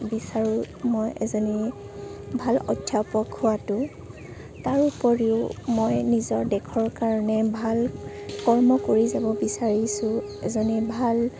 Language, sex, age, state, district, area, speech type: Assamese, female, 18-30, Assam, Morigaon, rural, spontaneous